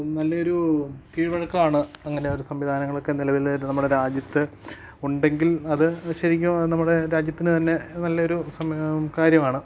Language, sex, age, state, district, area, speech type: Malayalam, male, 30-45, Kerala, Idukki, rural, spontaneous